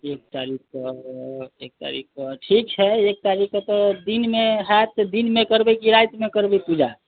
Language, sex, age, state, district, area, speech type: Maithili, male, 18-30, Bihar, Sitamarhi, urban, conversation